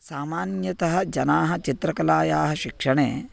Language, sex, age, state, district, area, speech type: Sanskrit, male, 18-30, Karnataka, Vijayapura, rural, spontaneous